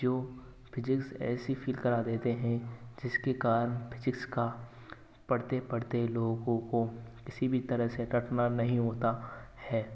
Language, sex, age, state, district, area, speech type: Hindi, male, 18-30, Rajasthan, Bharatpur, rural, spontaneous